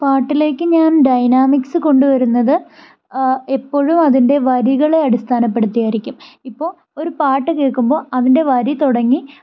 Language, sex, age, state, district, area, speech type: Malayalam, female, 18-30, Kerala, Thiruvananthapuram, rural, spontaneous